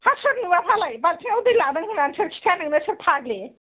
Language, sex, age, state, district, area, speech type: Bodo, female, 60+, Assam, Kokrajhar, urban, conversation